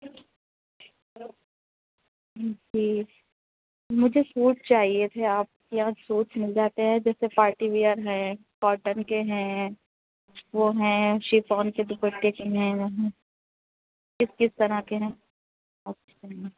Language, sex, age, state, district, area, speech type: Urdu, female, 30-45, Uttar Pradesh, Rampur, urban, conversation